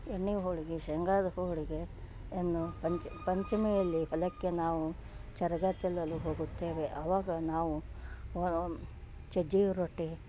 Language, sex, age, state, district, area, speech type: Kannada, female, 60+, Karnataka, Gadag, rural, spontaneous